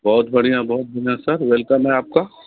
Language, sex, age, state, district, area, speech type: Hindi, male, 60+, Bihar, Darbhanga, urban, conversation